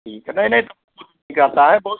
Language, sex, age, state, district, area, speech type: Hindi, male, 60+, Uttar Pradesh, Hardoi, rural, conversation